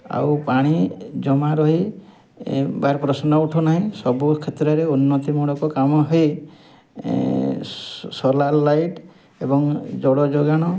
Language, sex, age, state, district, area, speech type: Odia, male, 45-60, Odisha, Mayurbhanj, rural, spontaneous